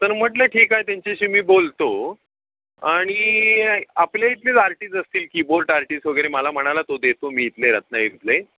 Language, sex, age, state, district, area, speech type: Marathi, male, 45-60, Maharashtra, Ratnagiri, urban, conversation